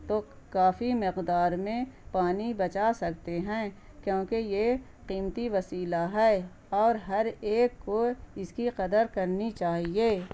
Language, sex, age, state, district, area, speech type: Urdu, female, 45-60, Bihar, Gaya, urban, spontaneous